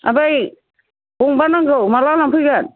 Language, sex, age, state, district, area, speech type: Bodo, female, 60+, Assam, Udalguri, rural, conversation